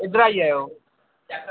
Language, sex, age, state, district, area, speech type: Dogri, male, 18-30, Jammu and Kashmir, Kathua, rural, conversation